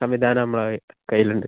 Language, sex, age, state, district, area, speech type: Malayalam, male, 18-30, Kerala, Kozhikode, rural, conversation